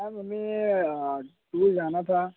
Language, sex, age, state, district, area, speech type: Hindi, male, 18-30, Uttar Pradesh, Prayagraj, urban, conversation